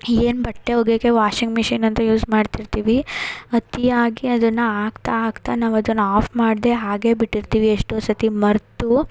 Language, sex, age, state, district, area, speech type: Kannada, female, 30-45, Karnataka, Hassan, urban, spontaneous